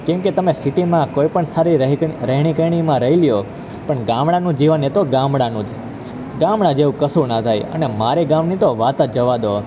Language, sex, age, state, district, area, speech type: Gujarati, male, 18-30, Gujarat, Junagadh, rural, spontaneous